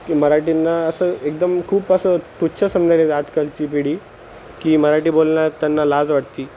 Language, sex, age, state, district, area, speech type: Marathi, male, 30-45, Maharashtra, Nanded, rural, spontaneous